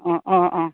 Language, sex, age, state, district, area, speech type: Assamese, female, 45-60, Assam, Goalpara, rural, conversation